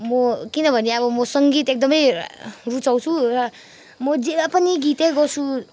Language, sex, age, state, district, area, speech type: Nepali, female, 18-30, West Bengal, Kalimpong, rural, spontaneous